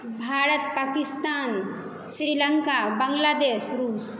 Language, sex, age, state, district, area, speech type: Maithili, female, 18-30, Bihar, Saharsa, rural, spontaneous